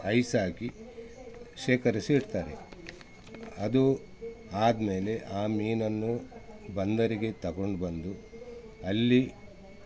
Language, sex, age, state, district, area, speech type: Kannada, male, 60+, Karnataka, Udupi, rural, spontaneous